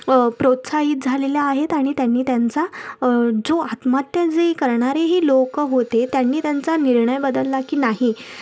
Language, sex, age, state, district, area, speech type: Marathi, female, 18-30, Maharashtra, Thane, urban, spontaneous